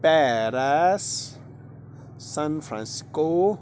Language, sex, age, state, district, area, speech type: Kashmiri, male, 18-30, Jammu and Kashmir, Bandipora, rural, spontaneous